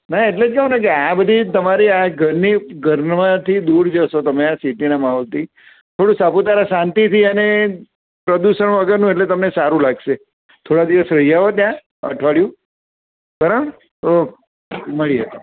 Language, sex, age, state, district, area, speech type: Gujarati, male, 60+, Gujarat, Surat, urban, conversation